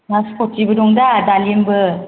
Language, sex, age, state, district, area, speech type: Bodo, female, 30-45, Assam, Chirang, urban, conversation